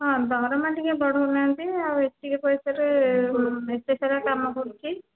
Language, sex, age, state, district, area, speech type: Odia, female, 30-45, Odisha, Khordha, rural, conversation